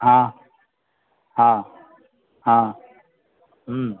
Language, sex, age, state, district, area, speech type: Gujarati, male, 30-45, Gujarat, Narmada, urban, conversation